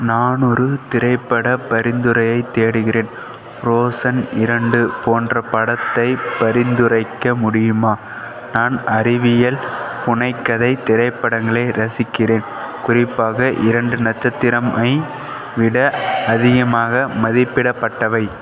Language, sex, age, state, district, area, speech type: Tamil, male, 18-30, Tamil Nadu, Perambalur, rural, read